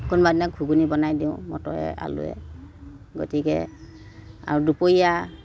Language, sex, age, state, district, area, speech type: Assamese, female, 60+, Assam, Morigaon, rural, spontaneous